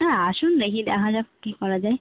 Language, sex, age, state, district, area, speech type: Bengali, female, 18-30, West Bengal, Birbhum, urban, conversation